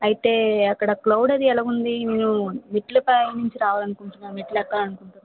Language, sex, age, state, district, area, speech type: Telugu, female, 30-45, Andhra Pradesh, Vizianagaram, rural, conversation